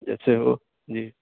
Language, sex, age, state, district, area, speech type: Urdu, male, 30-45, Uttar Pradesh, Mau, urban, conversation